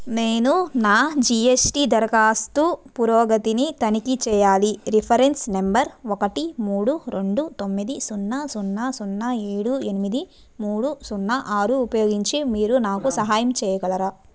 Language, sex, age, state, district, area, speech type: Telugu, female, 30-45, Andhra Pradesh, Nellore, urban, read